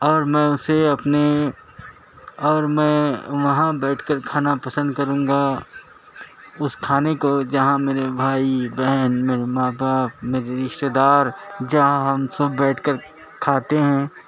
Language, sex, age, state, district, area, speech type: Urdu, male, 60+, Telangana, Hyderabad, urban, spontaneous